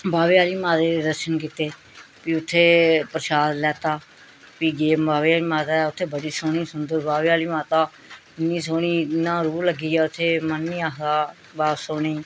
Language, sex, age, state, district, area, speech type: Dogri, female, 45-60, Jammu and Kashmir, Reasi, rural, spontaneous